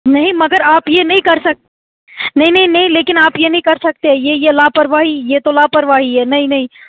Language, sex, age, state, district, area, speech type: Urdu, female, 18-30, Jammu and Kashmir, Srinagar, urban, conversation